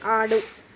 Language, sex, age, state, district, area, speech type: Telugu, female, 30-45, Andhra Pradesh, Srikakulam, urban, read